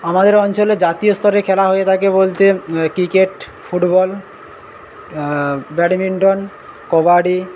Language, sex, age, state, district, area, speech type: Bengali, male, 18-30, West Bengal, Paschim Medinipur, rural, spontaneous